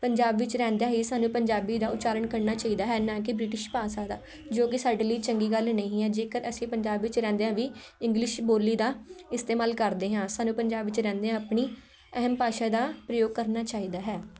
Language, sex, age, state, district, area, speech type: Punjabi, female, 18-30, Punjab, Patiala, urban, spontaneous